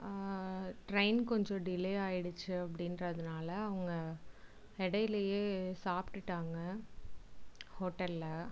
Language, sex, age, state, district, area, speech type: Tamil, female, 45-60, Tamil Nadu, Tiruvarur, rural, spontaneous